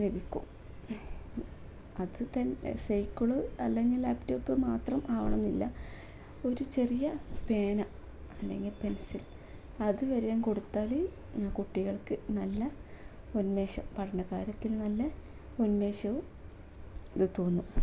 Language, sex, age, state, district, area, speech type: Malayalam, female, 18-30, Kerala, Kozhikode, rural, spontaneous